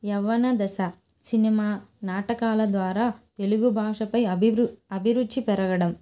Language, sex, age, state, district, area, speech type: Telugu, female, 18-30, Andhra Pradesh, Nellore, rural, spontaneous